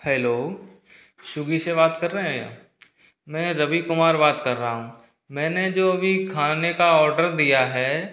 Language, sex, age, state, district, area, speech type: Hindi, male, 45-60, Rajasthan, Karauli, rural, spontaneous